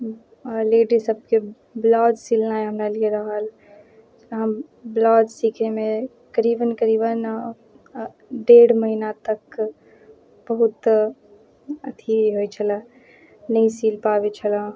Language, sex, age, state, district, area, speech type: Maithili, female, 30-45, Bihar, Madhubani, rural, spontaneous